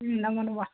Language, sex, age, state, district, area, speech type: Sanskrit, female, 30-45, Telangana, Hyderabad, urban, conversation